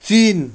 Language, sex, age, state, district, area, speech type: Nepali, male, 60+, West Bengal, Kalimpong, rural, spontaneous